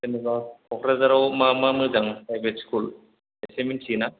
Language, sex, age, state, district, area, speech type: Bodo, male, 45-60, Assam, Kokrajhar, rural, conversation